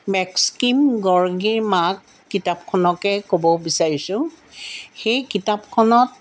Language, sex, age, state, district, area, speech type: Assamese, female, 60+, Assam, Jorhat, urban, spontaneous